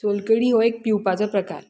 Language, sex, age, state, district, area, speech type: Goan Konkani, female, 30-45, Goa, Tiswadi, rural, spontaneous